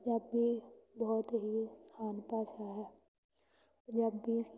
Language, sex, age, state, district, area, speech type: Punjabi, female, 18-30, Punjab, Fatehgarh Sahib, rural, spontaneous